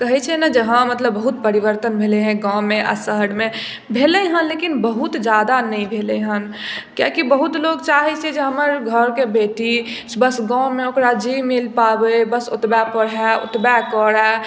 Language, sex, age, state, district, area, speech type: Maithili, female, 18-30, Bihar, Madhubani, rural, spontaneous